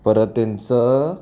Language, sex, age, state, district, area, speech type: Marathi, male, 18-30, Maharashtra, Mumbai City, urban, spontaneous